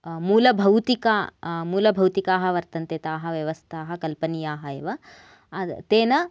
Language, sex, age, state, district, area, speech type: Sanskrit, female, 18-30, Karnataka, Gadag, urban, spontaneous